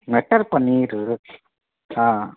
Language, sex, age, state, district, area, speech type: Sindhi, male, 30-45, Uttar Pradesh, Lucknow, urban, conversation